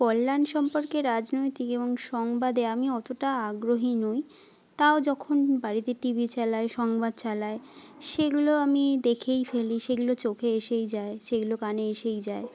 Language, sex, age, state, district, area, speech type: Bengali, female, 18-30, West Bengal, Jhargram, rural, spontaneous